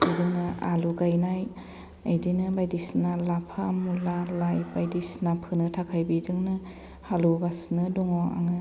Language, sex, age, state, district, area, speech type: Bodo, female, 45-60, Assam, Chirang, rural, spontaneous